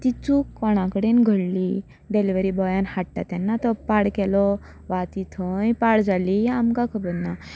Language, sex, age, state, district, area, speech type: Goan Konkani, female, 18-30, Goa, Canacona, rural, spontaneous